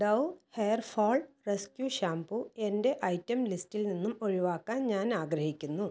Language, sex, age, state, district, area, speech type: Malayalam, female, 45-60, Kerala, Kasaragod, rural, read